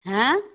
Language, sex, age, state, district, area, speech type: Assamese, female, 30-45, Assam, Barpeta, rural, conversation